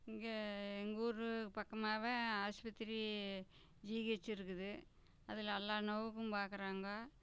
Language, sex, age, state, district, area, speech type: Tamil, female, 60+, Tamil Nadu, Namakkal, rural, spontaneous